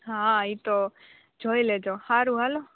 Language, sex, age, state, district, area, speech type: Gujarati, female, 18-30, Gujarat, Rajkot, rural, conversation